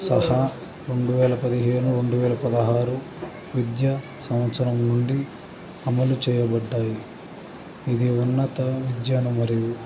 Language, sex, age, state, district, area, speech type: Telugu, male, 18-30, Andhra Pradesh, Guntur, urban, spontaneous